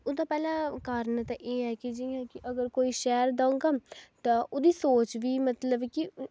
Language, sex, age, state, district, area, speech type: Dogri, female, 18-30, Jammu and Kashmir, Kathua, rural, spontaneous